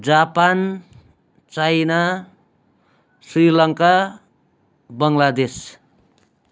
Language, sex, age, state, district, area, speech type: Nepali, male, 30-45, West Bengal, Darjeeling, rural, spontaneous